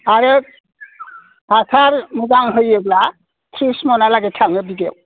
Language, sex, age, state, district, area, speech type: Bodo, male, 60+, Assam, Udalguri, rural, conversation